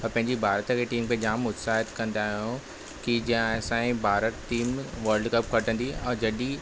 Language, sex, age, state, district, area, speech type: Sindhi, male, 18-30, Maharashtra, Thane, urban, spontaneous